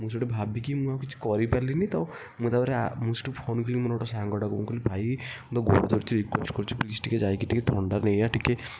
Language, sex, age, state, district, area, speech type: Odia, female, 18-30, Odisha, Kendujhar, urban, spontaneous